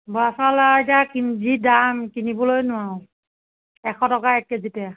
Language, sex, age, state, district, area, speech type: Assamese, female, 45-60, Assam, Nagaon, rural, conversation